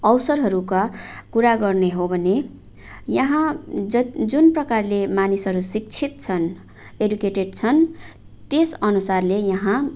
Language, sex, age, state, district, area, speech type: Nepali, female, 45-60, West Bengal, Darjeeling, rural, spontaneous